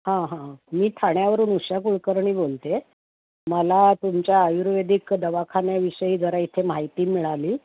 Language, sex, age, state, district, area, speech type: Marathi, female, 60+, Maharashtra, Thane, urban, conversation